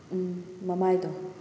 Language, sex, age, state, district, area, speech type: Manipuri, female, 30-45, Manipur, Kakching, rural, spontaneous